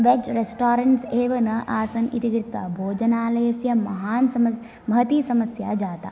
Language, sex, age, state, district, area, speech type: Sanskrit, female, 18-30, Karnataka, Uttara Kannada, urban, spontaneous